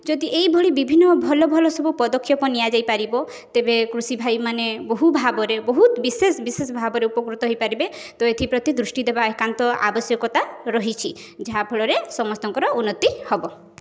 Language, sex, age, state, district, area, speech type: Odia, female, 18-30, Odisha, Mayurbhanj, rural, spontaneous